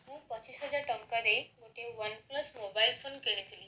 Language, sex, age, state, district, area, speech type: Odia, female, 18-30, Odisha, Cuttack, urban, spontaneous